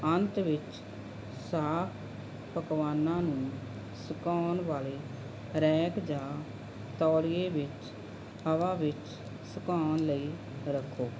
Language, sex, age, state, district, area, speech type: Punjabi, female, 45-60, Punjab, Barnala, urban, spontaneous